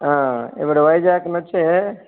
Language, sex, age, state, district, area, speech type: Telugu, male, 60+, Andhra Pradesh, Sri Balaji, urban, conversation